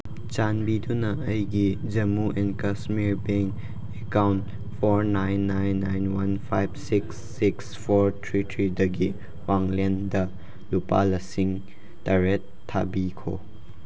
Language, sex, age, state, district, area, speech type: Manipuri, male, 18-30, Manipur, Chandel, rural, read